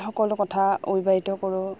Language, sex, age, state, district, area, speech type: Assamese, female, 30-45, Assam, Udalguri, rural, spontaneous